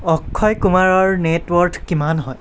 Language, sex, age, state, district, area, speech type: Assamese, male, 18-30, Assam, Nagaon, rural, read